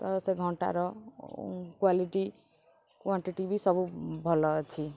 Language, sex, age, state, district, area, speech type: Odia, female, 18-30, Odisha, Kendrapara, urban, spontaneous